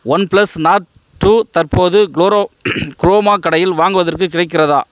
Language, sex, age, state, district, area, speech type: Tamil, male, 30-45, Tamil Nadu, Chengalpattu, rural, read